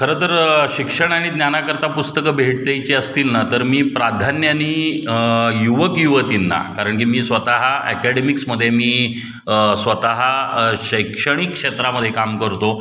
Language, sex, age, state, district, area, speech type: Marathi, male, 45-60, Maharashtra, Satara, urban, spontaneous